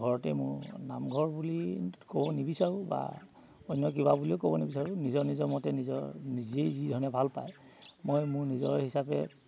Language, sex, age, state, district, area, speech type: Assamese, male, 45-60, Assam, Dhemaji, urban, spontaneous